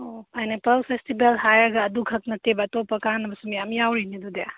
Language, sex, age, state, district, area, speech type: Manipuri, female, 45-60, Manipur, Churachandpur, urban, conversation